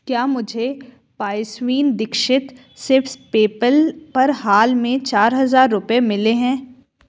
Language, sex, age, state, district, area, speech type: Hindi, female, 18-30, Madhya Pradesh, Jabalpur, urban, read